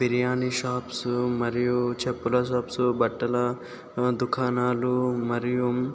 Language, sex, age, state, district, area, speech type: Telugu, male, 60+, Andhra Pradesh, Kakinada, rural, spontaneous